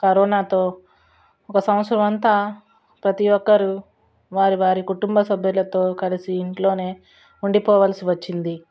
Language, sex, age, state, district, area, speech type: Telugu, female, 45-60, Andhra Pradesh, Guntur, rural, spontaneous